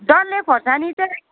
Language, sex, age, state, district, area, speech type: Nepali, female, 60+, West Bengal, Kalimpong, rural, conversation